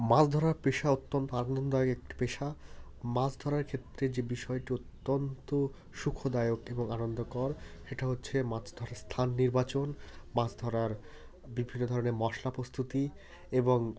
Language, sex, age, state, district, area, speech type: Bengali, male, 30-45, West Bengal, Hooghly, urban, spontaneous